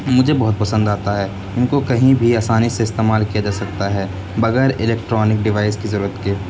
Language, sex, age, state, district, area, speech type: Urdu, male, 18-30, Uttar Pradesh, Siddharthnagar, rural, spontaneous